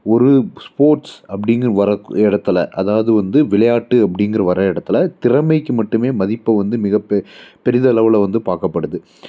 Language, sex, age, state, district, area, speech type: Tamil, male, 30-45, Tamil Nadu, Coimbatore, urban, spontaneous